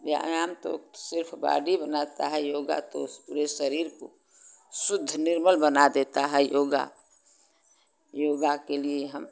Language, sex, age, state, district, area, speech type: Hindi, female, 60+, Uttar Pradesh, Chandauli, rural, spontaneous